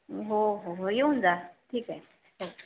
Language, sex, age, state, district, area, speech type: Marathi, female, 45-60, Maharashtra, Buldhana, rural, conversation